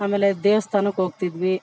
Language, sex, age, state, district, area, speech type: Kannada, female, 45-60, Karnataka, Vijayanagara, rural, spontaneous